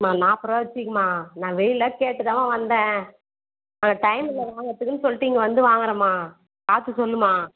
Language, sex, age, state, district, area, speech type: Tamil, female, 30-45, Tamil Nadu, Vellore, urban, conversation